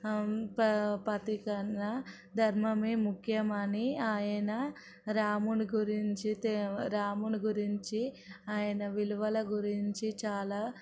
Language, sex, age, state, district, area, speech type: Telugu, female, 45-60, Telangana, Ranga Reddy, urban, spontaneous